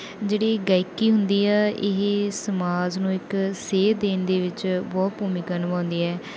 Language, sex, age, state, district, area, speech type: Punjabi, female, 18-30, Punjab, Bathinda, rural, spontaneous